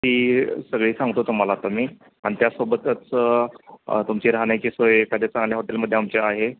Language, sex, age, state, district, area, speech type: Marathi, male, 30-45, Maharashtra, Sangli, urban, conversation